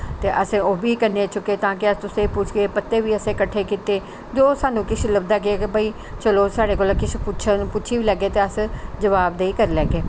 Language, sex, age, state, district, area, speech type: Dogri, female, 60+, Jammu and Kashmir, Jammu, urban, spontaneous